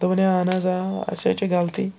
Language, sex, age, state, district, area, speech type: Kashmiri, male, 60+, Jammu and Kashmir, Srinagar, urban, spontaneous